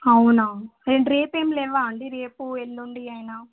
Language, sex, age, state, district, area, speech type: Telugu, female, 18-30, Telangana, Medchal, urban, conversation